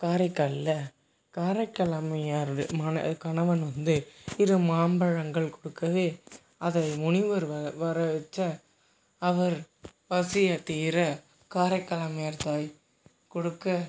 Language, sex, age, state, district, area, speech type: Tamil, male, 18-30, Tamil Nadu, Tiruvarur, rural, spontaneous